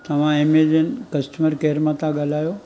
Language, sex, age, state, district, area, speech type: Sindhi, male, 45-60, Gujarat, Surat, urban, spontaneous